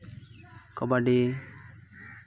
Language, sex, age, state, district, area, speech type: Santali, male, 18-30, West Bengal, Purba Bardhaman, rural, spontaneous